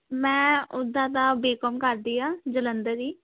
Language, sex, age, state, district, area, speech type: Punjabi, female, 18-30, Punjab, Hoshiarpur, rural, conversation